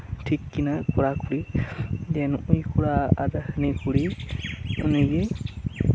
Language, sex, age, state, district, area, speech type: Santali, male, 18-30, West Bengal, Birbhum, rural, spontaneous